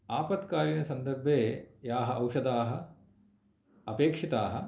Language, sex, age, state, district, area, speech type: Sanskrit, male, 45-60, Andhra Pradesh, Kurnool, rural, spontaneous